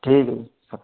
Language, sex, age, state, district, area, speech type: Urdu, male, 18-30, Uttar Pradesh, Saharanpur, urban, conversation